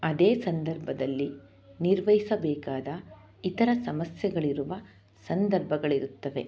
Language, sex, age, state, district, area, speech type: Kannada, female, 30-45, Karnataka, Chamarajanagar, rural, read